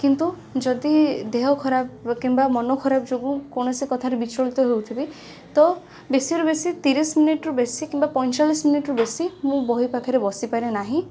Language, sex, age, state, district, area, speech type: Odia, female, 18-30, Odisha, Cuttack, urban, spontaneous